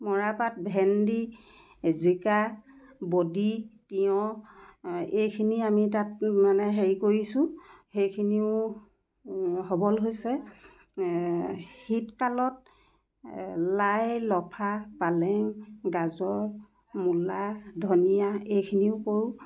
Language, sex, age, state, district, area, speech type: Assamese, female, 60+, Assam, Lakhimpur, urban, spontaneous